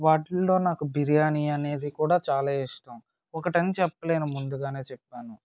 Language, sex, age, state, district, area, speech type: Telugu, male, 18-30, Andhra Pradesh, Eluru, rural, spontaneous